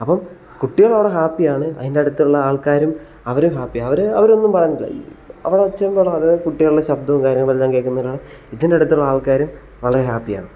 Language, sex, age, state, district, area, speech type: Malayalam, male, 18-30, Kerala, Kottayam, rural, spontaneous